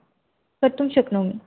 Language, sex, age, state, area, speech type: Sanskrit, female, 18-30, Tripura, rural, conversation